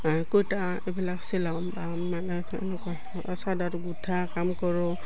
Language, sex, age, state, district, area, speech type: Assamese, female, 60+, Assam, Udalguri, rural, spontaneous